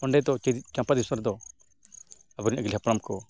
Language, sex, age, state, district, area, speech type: Santali, male, 45-60, Odisha, Mayurbhanj, rural, spontaneous